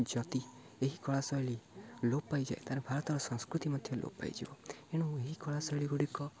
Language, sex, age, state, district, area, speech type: Odia, male, 18-30, Odisha, Jagatsinghpur, rural, spontaneous